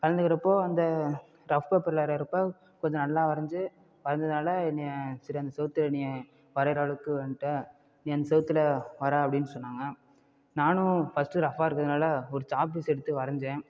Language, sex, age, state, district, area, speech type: Tamil, male, 30-45, Tamil Nadu, Ariyalur, rural, spontaneous